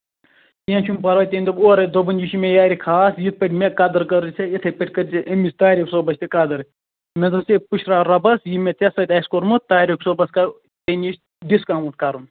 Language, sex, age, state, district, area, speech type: Kashmiri, male, 18-30, Jammu and Kashmir, Ganderbal, rural, conversation